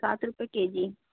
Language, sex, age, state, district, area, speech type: Hindi, female, 18-30, Madhya Pradesh, Betul, urban, conversation